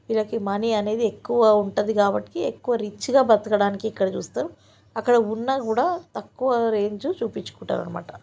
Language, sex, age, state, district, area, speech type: Telugu, female, 30-45, Telangana, Ranga Reddy, rural, spontaneous